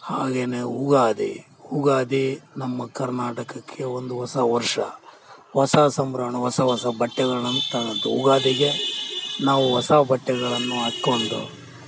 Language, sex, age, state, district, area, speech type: Kannada, male, 45-60, Karnataka, Bellary, rural, spontaneous